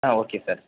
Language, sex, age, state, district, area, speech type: Kannada, male, 18-30, Karnataka, Dharwad, urban, conversation